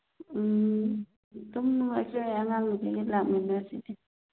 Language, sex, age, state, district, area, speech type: Manipuri, female, 45-60, Manipur, Churachandpur, urban, conversation